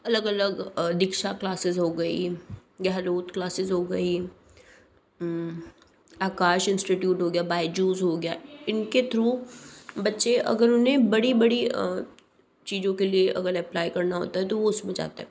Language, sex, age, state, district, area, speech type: Hindi, female, 45-60, Rajasthan, Jodhpur, urban, spontaneous